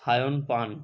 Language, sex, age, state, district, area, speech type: Bengali, male, 30-45, West Bengal, Hooghly, urban, spontaneous